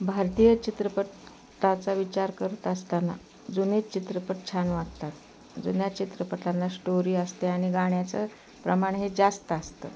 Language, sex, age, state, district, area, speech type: Marathi, female, 60+, Maharashtra, Osmanabad, rural, spontaneous